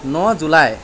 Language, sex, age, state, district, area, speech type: Assamese, male, 45-60, Assam, Lakhimpur, rural, spontaneous